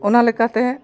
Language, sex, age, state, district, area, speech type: Santali, male, 45-60, Jharkhand, East Singhbhum, rural, spontaneous